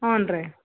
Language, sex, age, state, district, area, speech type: Kannada, female, 45-60, Karnataka, Gulbarga, urban, conversation